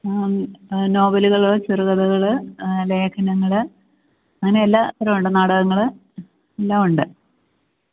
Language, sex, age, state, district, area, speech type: Malayalam, female, 45-60, Kerala, Idukki, rural, conversation